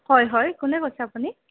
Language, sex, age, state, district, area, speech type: Assamese, female, 18-30, Assam, Darrang, rural, conversation